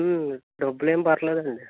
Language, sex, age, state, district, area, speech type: Telugu, male, 60+, Andhra Pradesh, Eluru, rural, conversation